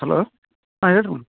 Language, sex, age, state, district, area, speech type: Kannada, male, 45-60, Karnataka, Dharwad, rural, conversation